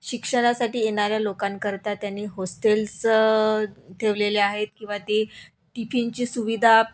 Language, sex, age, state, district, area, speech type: Marathi, female, 30-45, Maharashtra, Nagpur, urban, spontaneous